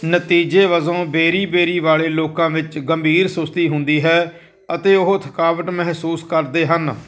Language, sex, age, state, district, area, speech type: Punjabi, male, 45-60, Punjab, Firozpur, rural, read